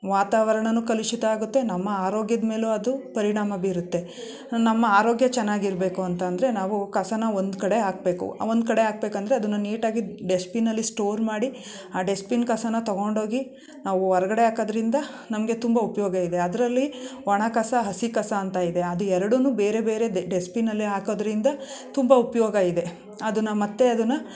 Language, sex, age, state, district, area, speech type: Kannada, female, 30-45, Karnataka, Mandya, urban, spontaneous